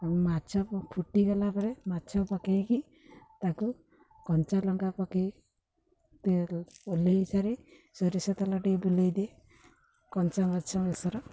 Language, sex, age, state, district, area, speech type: Odia, female, 30-45, Odisha, Jagatsinghpur, rural, spontaneous